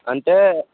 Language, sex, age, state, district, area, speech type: Telugu, male, 30-45, Andhra Pradesh, Srikakulam, urban, conversation